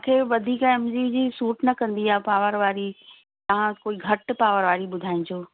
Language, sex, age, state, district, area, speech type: Sindhi, female, 45-60, Delhi, South Delhi, urban, conversation